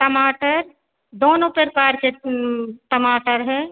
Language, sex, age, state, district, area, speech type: Hindi, female, 30-45, Madhya Pradesh, Hoshangabad, rural, conversation